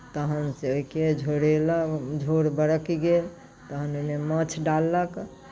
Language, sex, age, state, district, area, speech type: Maithili, female, 45-60, Bihar, Muzaffarpur, rural, spontaneous